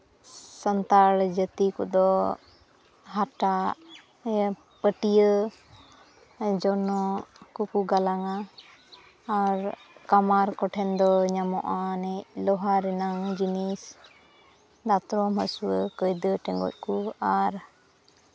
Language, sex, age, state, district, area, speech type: Santali, female, 18-30, West Bengal, Malda, rural, spontaneous